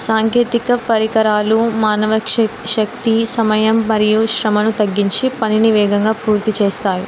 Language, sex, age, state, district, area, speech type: Telugu, female, 18-30, Telangana, Jayashankar, urban, spontaneous